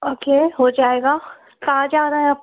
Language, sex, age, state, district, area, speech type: Hindi, female, 30-45, Madhya Pradesh, Gwalior, rural, conversation